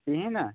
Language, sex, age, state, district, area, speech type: Kashmiri, male, 18-30, Jammu and Kashmir, Anantnag, rural, conversation